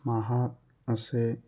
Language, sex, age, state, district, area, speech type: Manipuri, male, 30-45, Manipur, Thoubal, rural, spontaneous